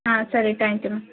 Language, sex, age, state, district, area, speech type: Kannada, female, 18-30, Karnataka, Hassan, urban, conversation